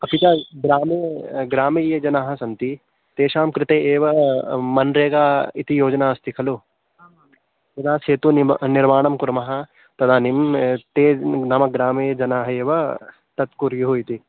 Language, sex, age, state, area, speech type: Sanskrit, male, 18-30, Uttarakhand, urban, conversation